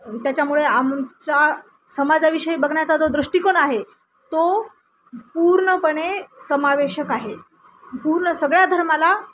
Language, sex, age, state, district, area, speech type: Marathi, female, 30-45, Maharashtra, Nanded, rural, spontaneous